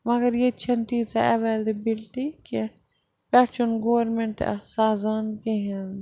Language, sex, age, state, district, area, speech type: Kashmiri, female, 45-60, Jammu and Kashmir, Srinagar, urban, spontaneous